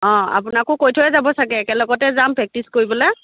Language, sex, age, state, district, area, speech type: Assamese, female, 30-45, Assam, Biswanath, rural, conversation